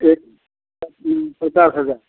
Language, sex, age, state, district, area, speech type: Hindi, male, 60+, Bihar, Madhepura, urban, conversation